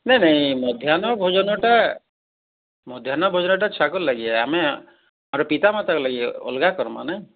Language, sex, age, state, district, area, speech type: Odia, male, 45-60, Odisha, Bargarh, urban, conversation